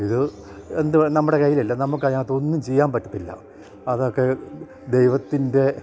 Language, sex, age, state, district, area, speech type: Malayalam, male, 60+, Kerala, Kottayam, rural, spontaneous